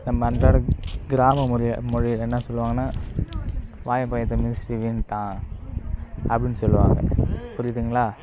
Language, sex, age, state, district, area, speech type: Tamil, male, 18-30, Tamil Nadu, Kallakurichi, rural, spontaneous